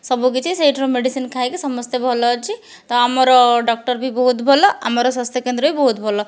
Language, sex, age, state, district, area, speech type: Odia, female, 45-60, Odisha, Kandhamal, rural, spontaneous